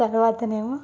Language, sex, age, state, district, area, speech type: Telugu, female, 18-30, Telangana, Nalgonda, rural, spontaneous